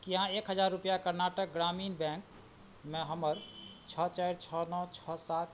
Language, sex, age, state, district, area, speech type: Maithili, male, 45-60, Bihar, Madhubani, rural, read